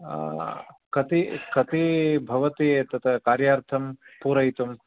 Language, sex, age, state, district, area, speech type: Sanskrit, male, 45-60, Karnataka, Uttara Kannada, rural, conversation